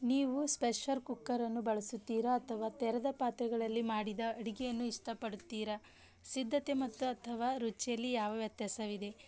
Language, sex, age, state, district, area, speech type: Kannada, female, 30-45, Karnataka, Bidar, rural, spontaneous